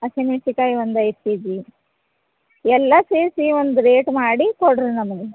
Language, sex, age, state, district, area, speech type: Kannada, female, 30-45, Karnataka, Bagalkot, rural, conversation